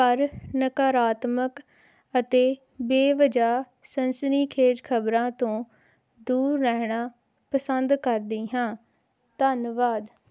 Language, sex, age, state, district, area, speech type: Punjabi, female, 18-30, Punjab, Hoshiarpur, rural, spontaneous